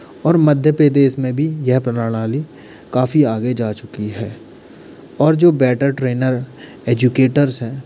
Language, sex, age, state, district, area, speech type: Hindi, male, 18-30, Madhya Pradesh, Jabalpur, urban, spontaneous